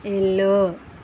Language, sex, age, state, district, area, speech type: Telugu, female, 60+, Andhra Pradesh, East Godavari, rural, read